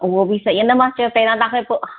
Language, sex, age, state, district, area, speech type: Sindhi, female, 45-60, Gujarat, Surat, urban, conversation